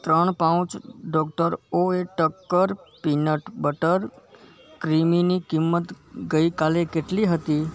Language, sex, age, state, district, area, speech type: Gujarati, male, 18-30, Gujarat, Kutch, urban, read